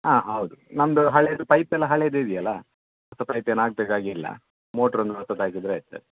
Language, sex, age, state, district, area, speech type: Kannada, male, 30-45, Karnataka, Dakshina Kannada, rural, conversation